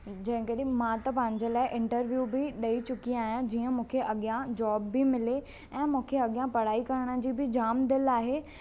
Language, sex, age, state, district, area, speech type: Sindhi, female, 18-30, Maharashtra, Thane, urban, spontaneous